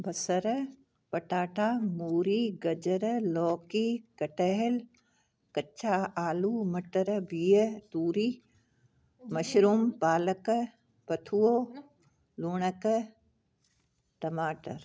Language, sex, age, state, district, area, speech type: Sindhi, female, 60+, Uttar Pradesh, Lucknow, urban, spontaneous